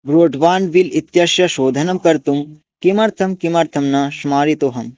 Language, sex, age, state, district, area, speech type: Sanskrit, male, 18-30, Odisha, Bargarh, rural, read